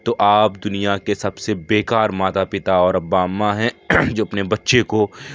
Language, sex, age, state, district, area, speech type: Urdu, male, 18-30, Uttar Pradesh, Lucknow, rural, spontaneous